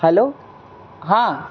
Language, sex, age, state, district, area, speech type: Gujarati, male, 18-30, Gujarat, Surat, rural, spontaneous